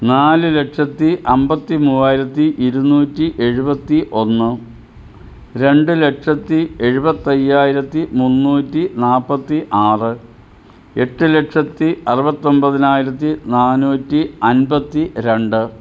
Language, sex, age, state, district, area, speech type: Malayalam, male, 60+, Kerala, Pathanamthitta, rural, spontaneous